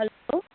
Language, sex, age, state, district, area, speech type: Nepali, female, 30-45, West Bengal, Kalimpong, rural, conversation